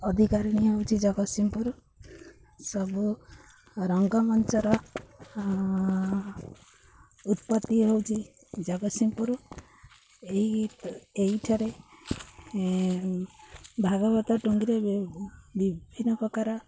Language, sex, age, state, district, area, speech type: Odia, female, 30-45, Odisha, Jagatsinghpur, rural, spontaneous